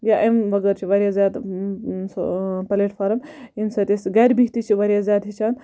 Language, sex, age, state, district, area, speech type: Kashmiri, female, 18-30, Jammu and Kashmir, Budgam, rural, spontaneous